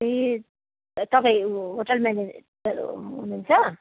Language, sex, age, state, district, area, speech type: Nepali, female, 45-60, West Bengal, Darjeeling, rural, conversation